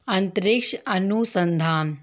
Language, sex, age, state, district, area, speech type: Hindi, female, 30-45, Madhya Pradesh, Bhopal, urban, read